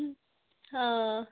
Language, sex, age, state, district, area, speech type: Kashmiri, female, 18-30, Jammu and Kashmir, Budgam, rural, conversation